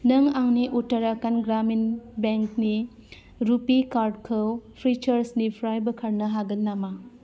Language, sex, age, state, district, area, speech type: Bodo, female, 30-45, Assam, Udalguri, rural, read